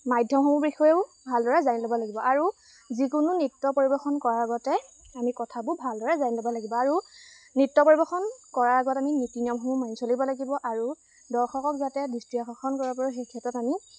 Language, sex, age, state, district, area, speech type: Assamese, female, 18-30, Assam, Lakhimpur, rural, spontaneous